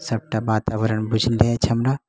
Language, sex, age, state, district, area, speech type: Maithili, male, 30-45, Bihar, Saharsa, rural, spontaneous